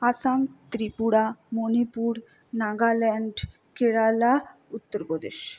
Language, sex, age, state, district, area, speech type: Bengali, female, 18-30, West Bengal, Purba Bardhaman, urban, spontaneous